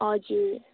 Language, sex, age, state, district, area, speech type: Nepali, female, 18-30, West Bengal, Kalimpong, rural, conversation